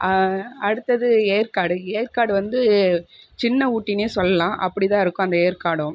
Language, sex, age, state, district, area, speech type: Tamil, female, 30-45, Tamil Nadu, Viluppuram, urban, spontaneous